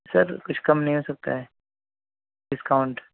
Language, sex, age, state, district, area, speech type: Urdu, male, 18-30, Delhi, East Delhi, urban, conversation